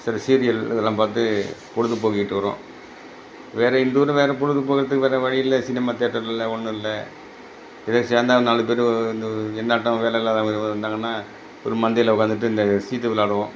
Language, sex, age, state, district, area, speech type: Tamil, male, 60+, Tamil Nadu, Perambalur, rural, spontaneous